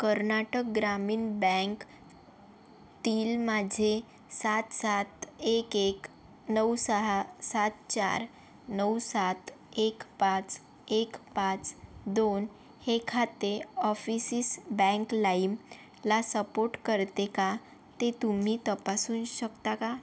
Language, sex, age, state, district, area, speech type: Marathi, female, 18-30, Maharashtra, Yavatmal, rural, read